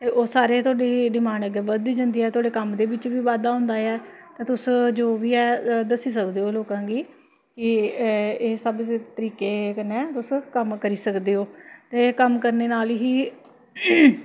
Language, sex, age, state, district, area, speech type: Dogri, female, 30-45, Jammu and Kashmir, Samba, rural, spontaneous